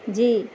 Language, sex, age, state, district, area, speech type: Urdu, female, 30-45, Delhi, South Delhi, urban, spontaneous